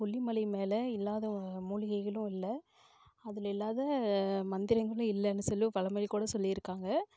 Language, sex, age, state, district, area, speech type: Tamil, female, 18-30, Tamil Nadu, Namakkal, rural, spontaneous